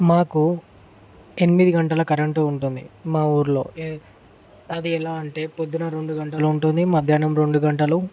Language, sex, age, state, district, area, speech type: Telugu, male, 18-30, Telangana, Ranga Reddy, urban, spontaneous